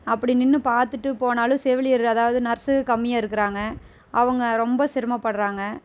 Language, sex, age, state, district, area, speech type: Tamil, female, 30-45, Tamil Nadu, Erode, rural, spontaneous